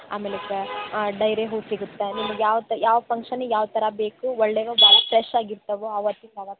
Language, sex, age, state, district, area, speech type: Kannada, female, 18-30, Karnataka, Gadag, urban, conversation